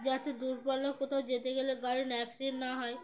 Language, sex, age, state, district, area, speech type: Bengali, female, 18-30, West Bengal, Uttar Dinajpur, urban, spontaneous